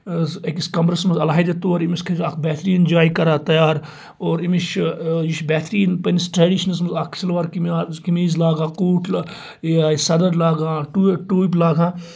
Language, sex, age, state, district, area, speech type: Kashmiri, male, 30-45, Jammu and Kashmir, Kupwara, rural, spontaneous